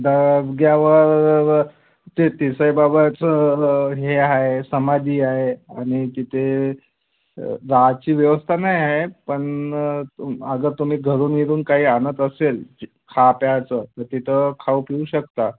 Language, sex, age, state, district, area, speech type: Marathi, male, 30-45, Maharashtra, Wardha, rural, conversation